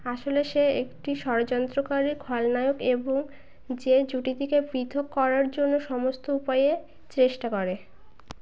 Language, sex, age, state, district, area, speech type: Bengali, female, 18-30, West Bengal, Birbhum, urban, read